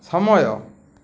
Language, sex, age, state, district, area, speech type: Odia, male, 45-60, Odisha, Ganjam, urban, read